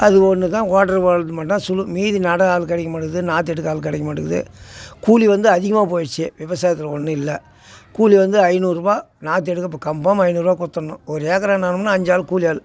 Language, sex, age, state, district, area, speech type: Tamil, male, 60+, Tamil Nadu, Tiruvannamalai, rural, spontaneous